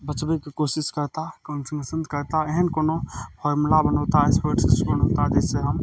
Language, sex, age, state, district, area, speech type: Maithili, male, 30-45, Bihar, Madhubani, rural, spontaneous